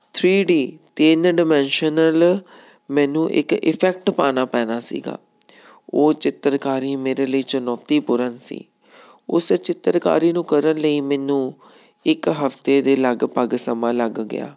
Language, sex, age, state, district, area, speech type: Punjabi, male, 30-45, Punjab, Tarn Taran, urban, spontaneous